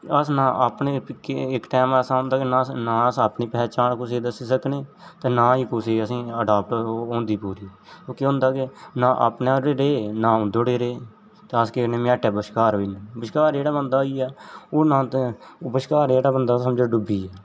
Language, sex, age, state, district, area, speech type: Dogri, male, 18-30, Jammu and Kashmir, Jammu, rural, spontaneous